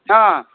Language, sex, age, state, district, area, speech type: Nepali, female, 60+, West Bengal, Kalimpong, rural, conversation